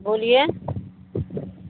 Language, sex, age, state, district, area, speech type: Urdu, female, 60+, Bihar, Supaul, rural, conversation